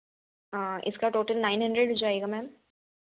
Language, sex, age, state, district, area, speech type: Hindi, female, 18-30, Madhya Pradesh, Ujjain, urban, conversation